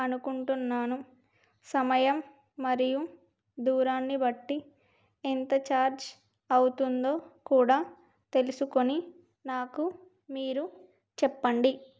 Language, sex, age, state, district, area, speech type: Telugu, female, 18-30, Andhra Pradesh, Alluri Sitarama Raju, rural, spontaneous